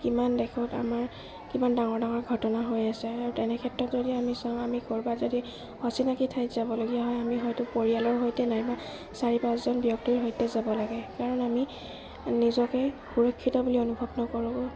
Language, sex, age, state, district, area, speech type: Assamese, female, 30-45, Assam, Golaghat, urban, spontaneous